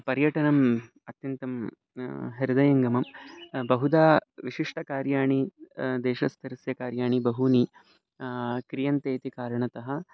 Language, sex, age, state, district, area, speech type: Sanskrit, male, 30-45, Karnataka, Bangalore Urban, urban, spontaneous